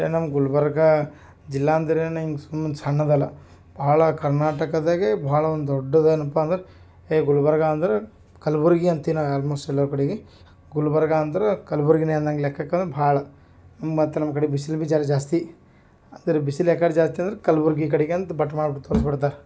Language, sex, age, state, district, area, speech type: Kannada, male, 30-45, Karnataka, Gulbarga, urban, spontaneous